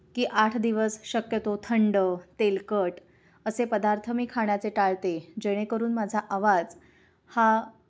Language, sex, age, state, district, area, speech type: Marathi, female, 30-45, Maharashtra, Kolhapur, urban, spontaneous